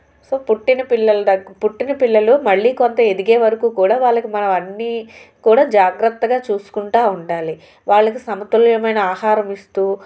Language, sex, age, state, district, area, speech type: Telugu, female, 30-45, Andhra Pradesh, Anakapalli, urban, spontaneous